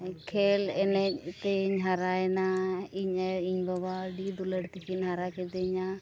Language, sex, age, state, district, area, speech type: Santali, female, 30-45, Jharkhand, East Singhbhum, rural, spontaneous